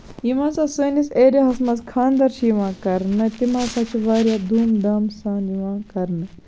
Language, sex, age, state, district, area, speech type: Kashmiri, female, 45-60, Jammu and Kashmir, Baramulla, rural, spontaneous